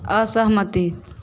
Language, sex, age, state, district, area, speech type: Maithili, female, 18-30, Bihar, Madhepura, rural, read